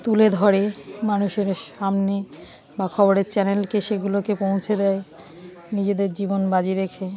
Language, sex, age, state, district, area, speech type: Bengali, female, 45-60, West Bengal, Darjeeling, urban, spontaneous